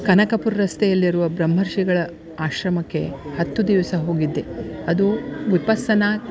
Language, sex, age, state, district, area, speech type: Kannada, female, 60+, Karnataka, Dharwad, rural, spontaneous